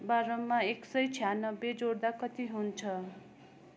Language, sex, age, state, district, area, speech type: Nepali, female, 18-30, West Bengal, Darjeeling, rural, read